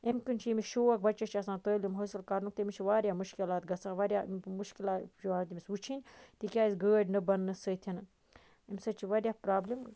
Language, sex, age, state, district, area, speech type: Kashmiri, female, 30-45, Jammu and Kashmir, Baramulla, rural, spontaneous